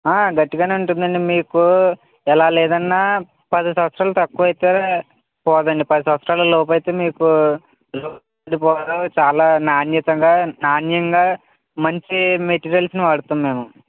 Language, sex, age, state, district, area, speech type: Telugu, male, 18-30, Andhra Pradesh, West Godavari, rural, conversation